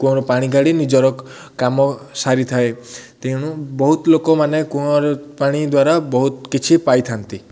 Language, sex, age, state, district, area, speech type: Odia, male, 30-45, Odisha, Ganjam, urban, spontaneous